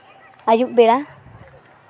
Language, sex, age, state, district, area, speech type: Santali, female, 18-30, West Bengal, Purba Bardhaman, rural, spontaneous